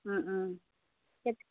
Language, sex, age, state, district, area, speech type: Assamese, female, 30-45, Assam, Jorhat, urban, conversation